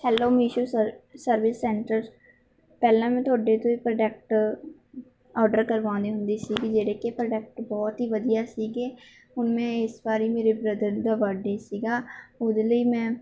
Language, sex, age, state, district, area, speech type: Punjabi, female, 18-30, Punjab, Mansa, rural, spontaneous